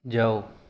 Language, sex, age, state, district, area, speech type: Punjabi, male, 45-60, Punjab, Fatehgarh Sahib, urban, read